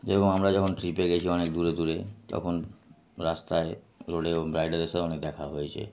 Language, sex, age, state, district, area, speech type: Bengali, male, 30-45, West Bengal, Darjeeling, urban, spontaneous